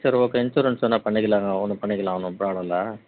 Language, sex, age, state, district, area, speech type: Tamil, male, 45-60, Tamil Nadu, Dharmapuri, urban, conversation